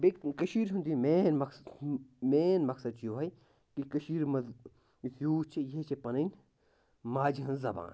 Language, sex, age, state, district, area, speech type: Kashmiri, male, 30-45, Jammu and Kashmir, Bandipora, rural, spontaneous